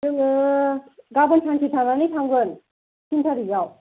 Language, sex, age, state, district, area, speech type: Bodo, female, 18-30, Assam, Kokrajhar, rural, conversation